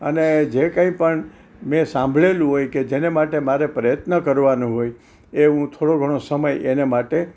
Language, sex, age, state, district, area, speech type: Gujarati, male, 60+, Gujarat, Kheda, rural, spontaneous